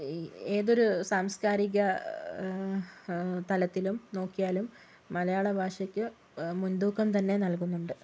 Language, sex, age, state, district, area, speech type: Malayalam, female, 45-60, Kerala, Wayanad, rural, spontaneous